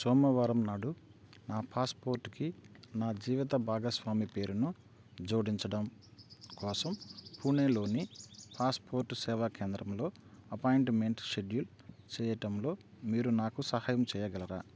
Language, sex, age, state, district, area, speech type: Telugu, male, 45-60, Andhra Pradesh, Bapatla, rural, read